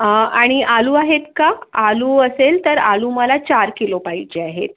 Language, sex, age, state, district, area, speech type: Marathi, female, 30-45, Maharashtra, Yavatmal, urban, conversation